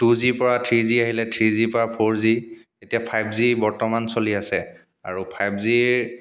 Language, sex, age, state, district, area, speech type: Assamese, male, 30-45, Assam, Dibrugarh, rural, spontaneous